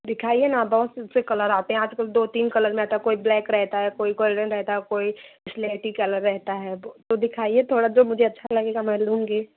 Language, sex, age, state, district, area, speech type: Hindi, female, 18-30, Uttar Pradesh, Prayagraj, urban, conversation